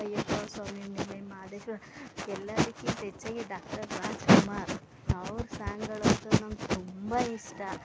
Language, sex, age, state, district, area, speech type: Kannada, female, 30-45, Karnataka, Mandya, rural, spontaneous